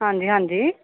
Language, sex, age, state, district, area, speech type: Punjabi, female, 30-45, Punjab, Gurdaspur, urban, conversation